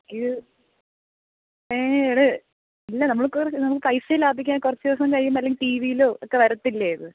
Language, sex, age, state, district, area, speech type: Malayalam, female, 18-30, Kerala, Thiruvananthapuram, rural, conversation